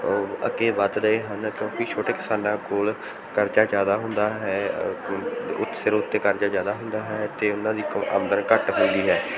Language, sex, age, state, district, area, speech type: Punjabi, male, 18-30, Punjab, Bathinda, rural, spontaneous